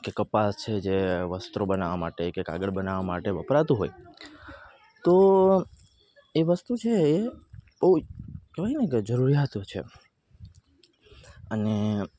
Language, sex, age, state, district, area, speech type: Gujarati, male, 18-30, Gujarat, Rajkot, urban, spontaneous